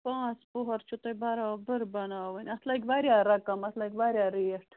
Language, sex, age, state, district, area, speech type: Kashmiri, female, 30-45, Jammu and Kashmir, Bandipora, rural, conversation